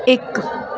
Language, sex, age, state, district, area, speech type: Punjabi, female, 18-30, Punjab, Gurdaspur, urban, read